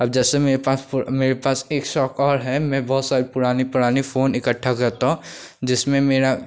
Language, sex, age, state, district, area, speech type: Hindi, male, 18-30, Uttar Pradesh, Pratapgarh, rural, spontaneous